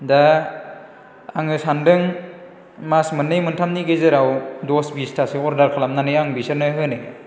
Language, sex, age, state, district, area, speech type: Bodo, male, 30-45, Assam, Chirang, rural, spontaneous